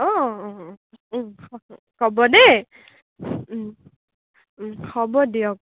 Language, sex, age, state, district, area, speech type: Assamese, female, 30-45, Assam, Lakhimpur, rural, conversation